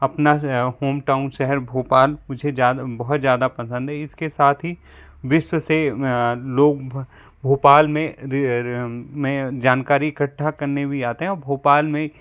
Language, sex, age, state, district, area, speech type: Hindi, male, 45-60, Madhya Pradesh, Bhopal, urban, spontaneous